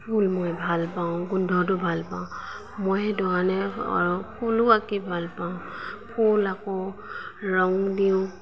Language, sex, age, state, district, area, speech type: Assamese, female, 45-60, Assam, Morigaon, rural, spontaneous